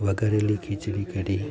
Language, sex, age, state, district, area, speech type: Gujarati, male, 45-60, Gujarat, Junagadh, rural, spontaneous